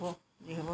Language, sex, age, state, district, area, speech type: Assamese, female, 45-60, Assam, Jorhat, urban, spontaneous